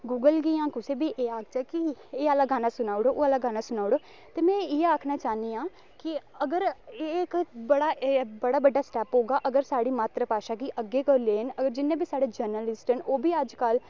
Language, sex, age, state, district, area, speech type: Dogri, male, 18-30, Jammu and Kashmir, Reasi, rural, spontaneous